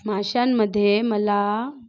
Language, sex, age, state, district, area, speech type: Marathi, female, 30-45, Maharashtra, Nagpur, urban, spontaneous